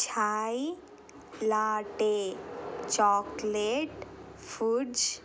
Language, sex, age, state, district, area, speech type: Telugu, female, 18-30, Telangana, Nirmal, rural, spontaneous